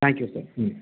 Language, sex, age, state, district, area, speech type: Tamil, male, 30-45, Tamil Nadu, Pudukkottai, rural, conversation